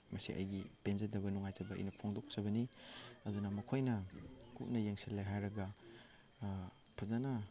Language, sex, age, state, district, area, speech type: Manipuri, male, 18-30, Manipur, Chandel, rural, spontaneous